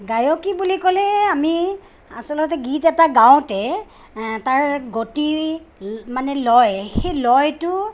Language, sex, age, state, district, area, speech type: Assamese, female, 45-60, Assam, Kamrup Metropolitan, urban, spontaneous